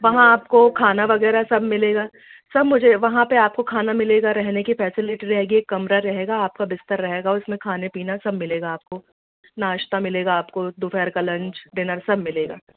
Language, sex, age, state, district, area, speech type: Hindi, female, 45-60, Madhya Pradesh, Jabalpur, urban, conversation